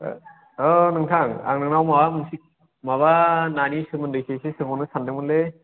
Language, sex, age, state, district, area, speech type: Bodo, male, 30-45, Assam, Chirang, urban, conversation